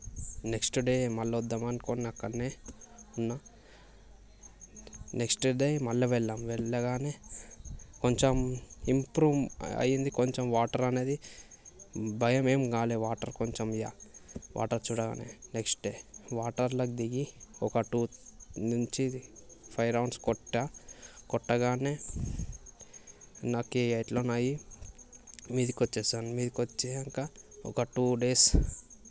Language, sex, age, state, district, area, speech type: Telugu, male, 18-30, Telangana, Vikarabad, urban, spontaneous